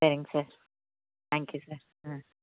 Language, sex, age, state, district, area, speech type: Tamil, female, 18-30, Tamil Nadu, Nagapattinam, rural, conversation